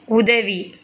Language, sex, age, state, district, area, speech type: Tamil, female, 18-30, Tamil Nadu, Thoothukudi, urban, read